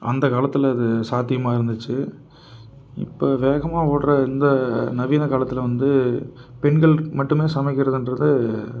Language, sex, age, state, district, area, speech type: Tamil, male, 30-45, Tamil Nadu, Tiruppur, urban, spontaneous